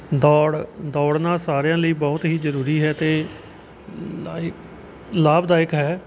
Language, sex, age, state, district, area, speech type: Punjabi, male, 30-45, Punjab, Kapurthala, rural, spontaneous